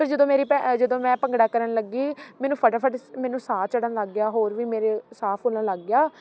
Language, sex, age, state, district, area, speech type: Punjabi, female, 18-30, Punjab, Faridkot, urban, spontaneous